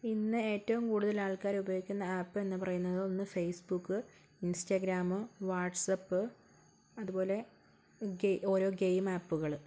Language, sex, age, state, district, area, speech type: Malayalam, female, 45-60, Kerala, Wayanad, rural, spontaneous